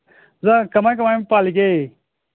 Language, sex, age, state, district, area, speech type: Manipuri, male, 45-60, Manipur, Imphal East, rural, conversation